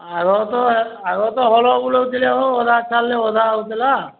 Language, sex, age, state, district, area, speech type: Odia, male, 18-30, Odisha, Boudh, rural, conversation